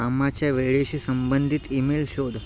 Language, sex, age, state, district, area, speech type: Marathi, male, 18-30, Maharashtra, Yavatmal, rural, read